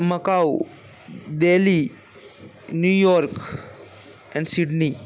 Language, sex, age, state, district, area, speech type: Gujarati, male, 18-30, Gujarat, Aravalli, urban, spontaneous